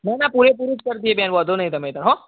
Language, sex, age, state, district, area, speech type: Gujarati, male, 18-30, Gujarat, Mehsana, rural, conversation